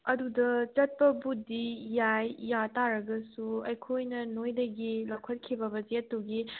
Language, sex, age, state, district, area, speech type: Manipuri, female, 30-45, Manipur, Tengnoupal, urban, conversation